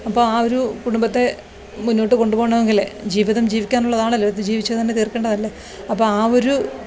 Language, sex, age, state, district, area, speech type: Malayalam, female, 45-60, Kerala, Alappuzha, rural, spontaneous